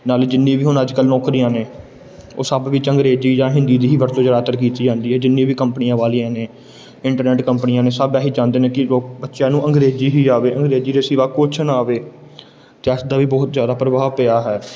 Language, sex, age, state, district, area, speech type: Punjabi, male, 18-30, Punjab, Gurdaspur, urban, spontaneous